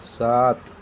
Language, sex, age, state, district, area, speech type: Urdu, male, 30-45, Delhi, Central Delhi, urban, read